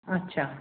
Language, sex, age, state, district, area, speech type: Punjabi, female, 30-45, Punjab, Mansa, rural, conversation